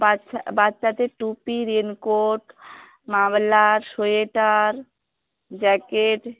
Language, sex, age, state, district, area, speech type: Bengali, female, 45-60, West Bengal, Uttar Dinajpur, urban, conversation